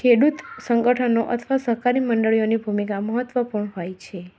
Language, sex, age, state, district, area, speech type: Gujarati, female, 30-45, Gujarat, Kheda, rural, spontaneous